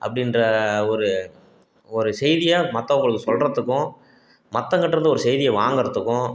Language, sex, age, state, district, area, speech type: Tamil, male, 30-45, Tamil Nadu, Salem, urban, spontaneous